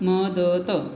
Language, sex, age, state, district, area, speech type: Marathi, male, 30-45, Maharashtra, Nagpur, urban, read